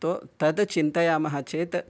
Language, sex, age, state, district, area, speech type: Sanskrit, male, 45-60, Karnataka, Bangalore Urban, urban, spontaneous